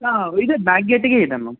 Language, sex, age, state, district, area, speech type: Kannada, male, 18-30, Karnataka, Gulbarga, urban, conversation